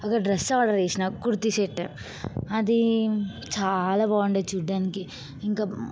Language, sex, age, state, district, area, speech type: Telugu, female, 18-30, Telangana, Hyderabad, urban, spontaneous